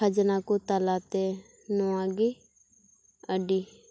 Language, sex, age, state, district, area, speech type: Santali, female, 18-30, West Bengal, Purba Bardhaman, rural, spontaneous